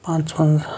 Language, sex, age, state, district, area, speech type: Kashmiri, male, 18-30, Jammu and Kashmir, Shopian, rural, spontaneous